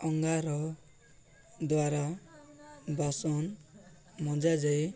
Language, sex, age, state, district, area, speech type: Odia, male, 18-30, Odisha, Koraput, urban, spontaneous